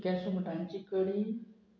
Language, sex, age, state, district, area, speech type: Goan Konkani, female, 45-60, Goa, Murmgao, rural, spontaneous